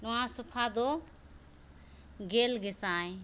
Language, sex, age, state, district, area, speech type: Santali, female, 30-45, Jharkhand, Seraikela Kharsawan, rural, spontaneous